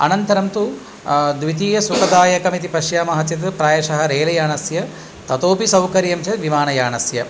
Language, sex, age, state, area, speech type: Sanskrit, male, 45-60, Tamil Nadu, rural, spontaneous